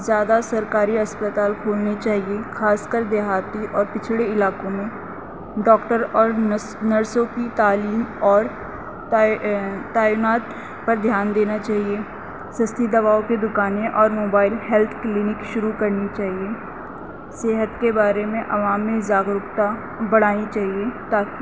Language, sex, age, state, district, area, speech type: Urdu, female, 18-30, Delhi, North East Delhi, urban, spontaneous